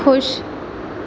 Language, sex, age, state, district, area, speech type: Urdu, female, 30-45, Uttar Pradesh, Aligarh, rural, read